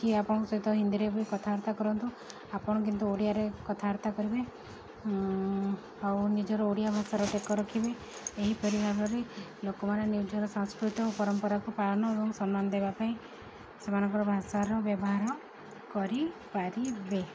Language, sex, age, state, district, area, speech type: Odia, female, 30-45, Odisha, Sundergarh, urban, spontaneous